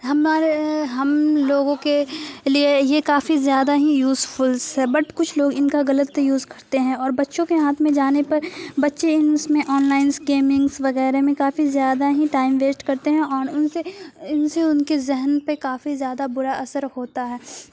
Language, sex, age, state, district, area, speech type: Urdu, female, 30-45, Bihar, Supaul, urban, spontaneous